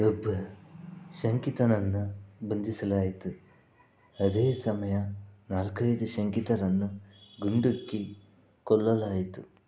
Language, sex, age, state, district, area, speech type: Kannada, male, 60+, Karnataka, Bangalore Rural, urban, read